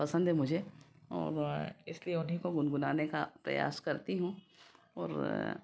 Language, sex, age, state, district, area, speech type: Hindi, female, 45-60, Madhya Pradesh, Ujjain, urban, spontaneous